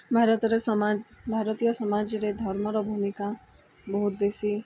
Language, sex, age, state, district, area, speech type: Odia, female, 18-30, Odisha, Sundergarh, urban, spontaneous